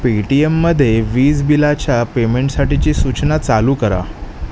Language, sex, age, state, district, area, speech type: Marathi, male, 18-30, Maharashtra, Mumbai Suburban, urban, read